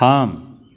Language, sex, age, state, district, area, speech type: Bodo, male, 45-60, Assam, Kokrajhar, urban, read